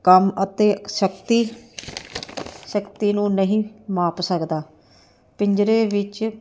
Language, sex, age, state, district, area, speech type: Punjabi, female, 45-60, Punjab, Ludhiana, urban, spontaneous